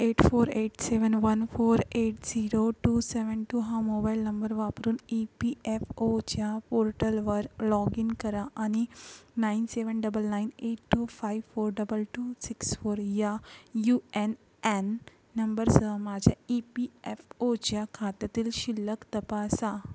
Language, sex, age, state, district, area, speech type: Marathi, female, 18-30, Maharashtra, Yavatmal, urban, read